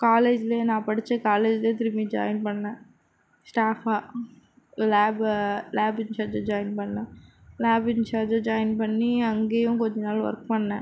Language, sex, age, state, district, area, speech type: Tamil, female, 45-60, Tamil Nadu, Mayiladuthurai, urban, spontaneous